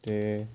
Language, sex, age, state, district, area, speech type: Punjabi, male, 18-30, Punjab, Hoshiarpur, rural, spontaneous